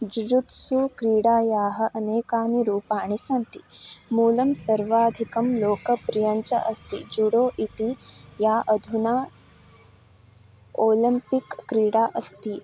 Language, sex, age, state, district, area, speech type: Sanskrit, female, 18-30, Karnataka, Uttara Kannada, rural, read